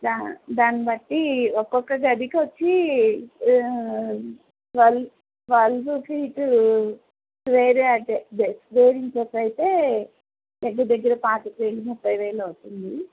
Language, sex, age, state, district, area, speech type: Telugu, female, 30-45, Andhra Pradesh, N T Rama Rao, urban, conversation